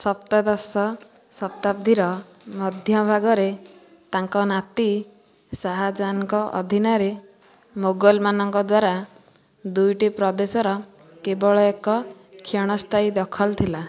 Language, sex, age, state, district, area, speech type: Odia, female, 18-30, Odisha, Nayagarh, rural, read